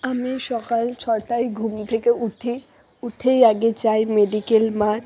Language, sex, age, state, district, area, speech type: Bengali, female, 60+, West Bengal, Purba Bardhaman, rural, spontaneous